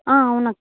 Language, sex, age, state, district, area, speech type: Telugu, female, 18-30, Andhra Pradesh, Kadapa, urban, conversation